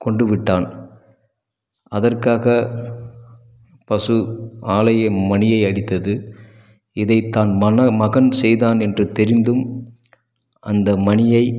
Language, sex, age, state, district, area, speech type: Tamil, male, 30-45, Tamil Nadu, Krishnagiri, rural, spontaneous